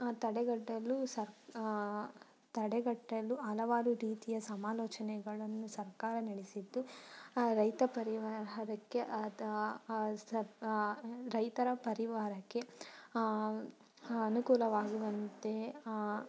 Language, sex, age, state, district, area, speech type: Kannada, female, 30-45, Karnataka, Tumkur, rural, spontaneous